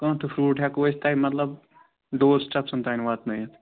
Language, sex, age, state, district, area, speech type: Kashmiri, male, 30-45, Jammu and Kashmir, Srinagar, urban, conversation